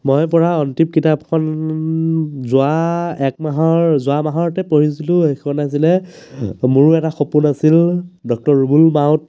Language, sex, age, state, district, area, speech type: Assamese, male, 30-45, Assam, Biswanath, rural, spontaneous